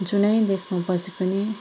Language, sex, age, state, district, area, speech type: Nepali, female, 30-45, West Bengal, Darjeeling, rural, spontaneous